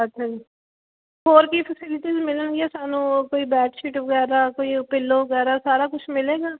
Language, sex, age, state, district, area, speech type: Punjabi, female, 30-45, Punjab, Jalandhar, rural, conversation